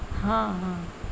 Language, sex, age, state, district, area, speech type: Urdu, female, 60+, Bihar, Gaya, urban, spontaneous